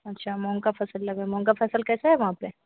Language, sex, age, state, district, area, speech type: Hindi, female, 18-30, Bihar, Madhepura, rural, conversation